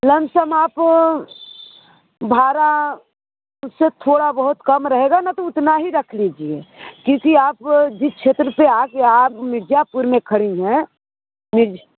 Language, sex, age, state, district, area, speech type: Hindi, female, 30-45, Uttar Pradesh, Mirzapur, rural, conversation